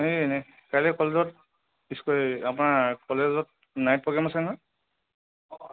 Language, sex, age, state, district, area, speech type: Assamese, male, 45-60, Assam, Charaideo, rural, conversation